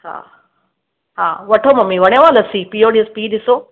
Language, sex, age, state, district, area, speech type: Sindhi, female, 30-45, Maharashtra, Mumbai Suburban, urban, conversation